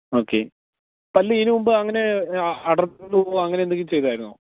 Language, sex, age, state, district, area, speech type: Malayalam, male, 18-30, Kerala, Wayanad, rural, conversation